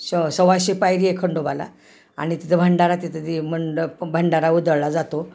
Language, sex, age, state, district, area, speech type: Marathi, female, 60+, Maharashtra, Osmanabad, rural, spontaneous